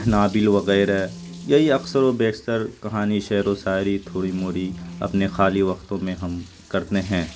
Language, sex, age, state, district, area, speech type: Urdu, male, 18-30, Bihar, Saharsa, urban, spontaneous